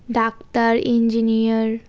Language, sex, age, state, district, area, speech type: Bengali, female, 18-30, West Bengal, Birbhum, urban, spontaneous